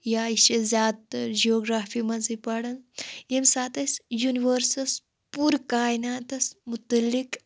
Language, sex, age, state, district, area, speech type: Kashmiri, female, 18-30, Jammu and Kashmir, Shopian, rural, spontaneous